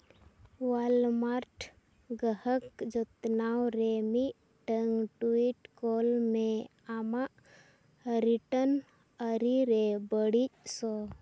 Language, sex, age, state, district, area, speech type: Santali, female, 18-30, Jharkhand, Seraikela Kharsawan, rural, read